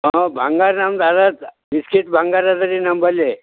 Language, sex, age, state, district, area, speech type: Kannada, male, 60+, Karnataka, Bidar, rural, conversation